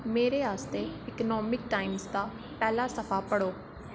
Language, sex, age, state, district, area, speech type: Dogri, female, 18-30, Jammu and Kashmir, Reasi, urban, read